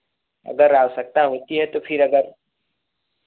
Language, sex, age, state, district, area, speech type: Hindi, male, 18-30, Uttar Pradesh, Varanasi, urban, conversation